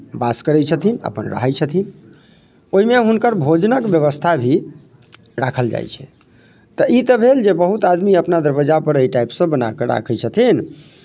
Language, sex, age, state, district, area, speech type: Maithili, male, 30-45, Bihar, Muzaffarpur, rural, spontaneous